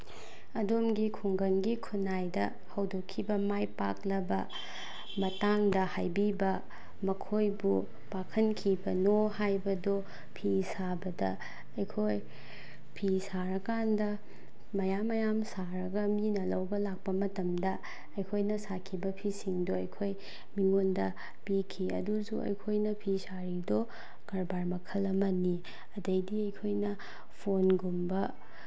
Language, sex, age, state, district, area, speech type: Manipuri, female, 18-30, Manipur, Bishnupur, rural, spontaneous